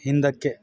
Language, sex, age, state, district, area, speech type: Kannada, male, 45-60, Karnataka, Bangalore Urban, rural, read